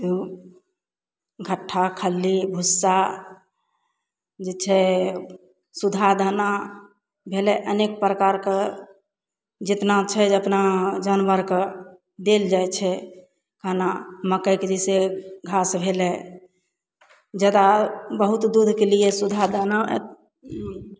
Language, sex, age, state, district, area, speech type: Maithili, female, 45-60, Bihar, Begusarai, rural, spontaneous